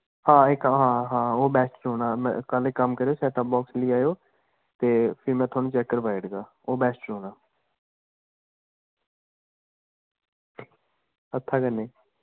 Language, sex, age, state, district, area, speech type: Dogri, male, 18-30, Jammu and Kashmir, Samba, rural, conversation